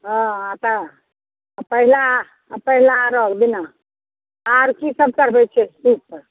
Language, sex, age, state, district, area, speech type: Maithili, female, 60+, Bihar, Begusarai, rural, conversation